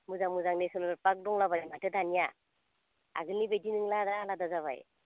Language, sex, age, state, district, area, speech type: Bodo, female, 30-45, Assam, Baksa, rural, conversation